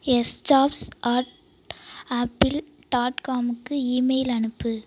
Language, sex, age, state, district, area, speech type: Tamil, female, 18-30, Tamil Nadu, Mayiladuthurai, urban, read